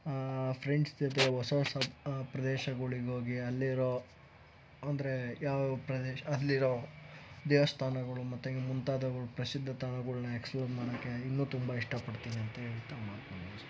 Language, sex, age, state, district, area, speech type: Kannada, male, 60+, Karnataka, Tumkur, rural, spontaneous